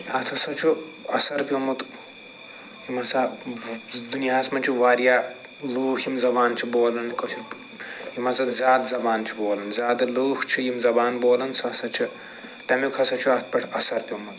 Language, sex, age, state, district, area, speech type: Kashmiri, male, 45-60, Jammu and Kashmir, Srinagar, urban, spontaneous